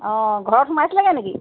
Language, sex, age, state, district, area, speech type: Assamese, female, 45-60, Assam, Golaghat, rural, conversation